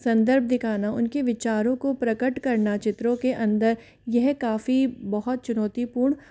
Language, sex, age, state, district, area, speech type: Hindi, female, 60+, Rajasthan, Jaipur, urban, spontaneous